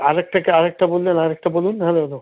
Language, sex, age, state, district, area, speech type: Bengali, male, 60+, West Bengal, Howrah, urban, conversation